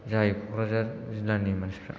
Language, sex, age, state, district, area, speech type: Bodo, male, 18-30, Assam, Kokrajhar, rural, spontaneous